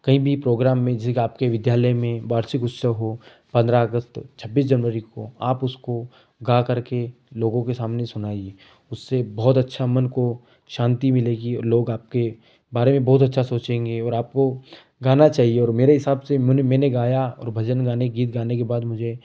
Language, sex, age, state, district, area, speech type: Hindi, male, 18-30, Madhya Pradesh, Ujjain, rural, spontaneous